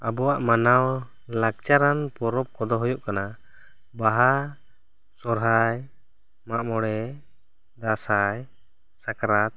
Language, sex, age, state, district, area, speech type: Santali, male, 18-30, West Bengal, Bankura, rural, spontaneous